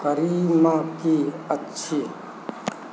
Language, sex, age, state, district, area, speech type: Maithili, male, 45-60, Bihar, Sitamarhi, rural, read